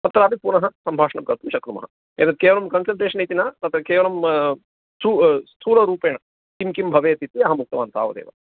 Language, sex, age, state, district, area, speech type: Sanskrit, male, 45-60, Karnataka, Bangalore Urban, urban, conversation